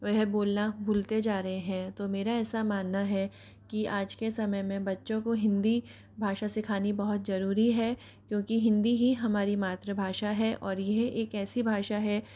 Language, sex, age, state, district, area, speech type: Hindi, female, 30-45, Rajasthan, Jodhpur, urban, spontaneous